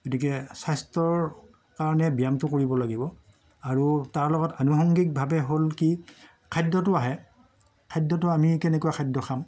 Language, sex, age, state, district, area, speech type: Assamese, male, 60+, Assam, Morigaon, rural, spontaneous